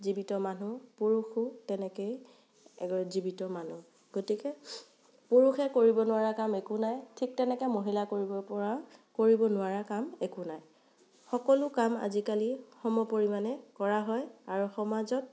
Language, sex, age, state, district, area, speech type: Assamese, female, 18-30, Assam, Morigaon, rural, spontaneous